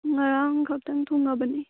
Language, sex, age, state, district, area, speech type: Manipuri, female, 30-45, Manipur, Kangpokpi, rural, conversation